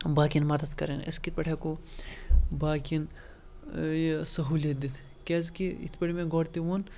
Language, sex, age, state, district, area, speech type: Kashmiri, male, 18-30, Jammu and Kashmir, Srinagar, rural, spontaneous